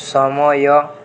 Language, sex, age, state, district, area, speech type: Odia, male, 18-30, Odisha, Balangir, urban, read